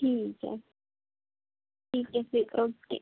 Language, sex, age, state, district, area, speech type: Dogri, female, 18-30, Jammu and Kashmir, Samba, urban, conversation